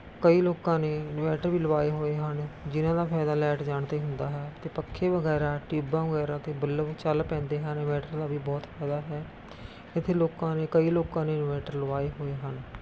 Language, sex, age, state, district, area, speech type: Punjabi, female, 45-60, Punjab, Rupnagar, rural, spontaneous